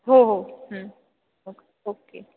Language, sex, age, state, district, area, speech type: Marathi, female, 18-30, Maharashtra, Ahmednagar, urban, conversation